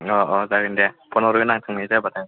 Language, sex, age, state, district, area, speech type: Bodo, male, 18-30, Assam, Baksa, rural, conversation